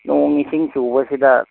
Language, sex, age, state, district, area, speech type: Manipuri, male, 45-60, Manipur, Imphal East, rural, conversation